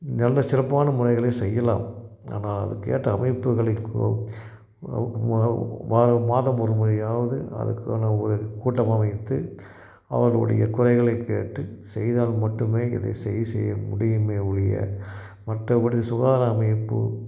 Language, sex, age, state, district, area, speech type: Tamil, male, 60+, Tamil Nadu, Tiruppur, rural, spontaneous